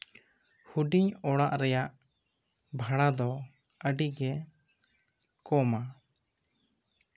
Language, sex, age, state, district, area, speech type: Santali, male, 18-30, West Bengal, Bankura, rural, spontaneous